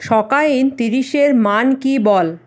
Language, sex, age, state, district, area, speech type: Bengali, female, 45-60, West Bengal, Paschim Bardhaman, rural, read